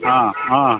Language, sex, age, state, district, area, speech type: Kannada, male, 45-60, Karnataka, Bellary, rural, conversation